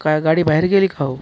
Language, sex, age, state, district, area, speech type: Marathi, male, 45-60, Maharashtra, Akola, urban, spontaneous